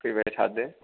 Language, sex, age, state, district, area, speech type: Bodo, male, 30-45, Assam, Kokrajhar, rural, conversation